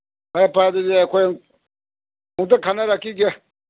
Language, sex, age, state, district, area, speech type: Manipuri, male, 60+, Manipur, Kangpokpi, urban, conversation